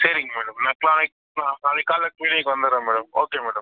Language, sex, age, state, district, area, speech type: Tamil, male, 30-45, Tamil Nadu, Perambalur, rural, conversation